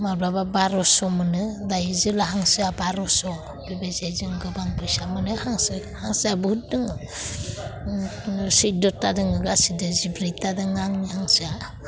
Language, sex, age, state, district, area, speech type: Bodo, female, 45-60, Assam, Udalguri, urban, spontaneous